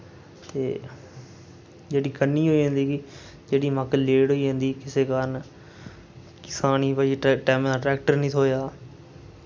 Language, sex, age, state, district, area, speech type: Dogri, male, 30-45, Jammu and Kashmir, Reasi, rural, spontaneous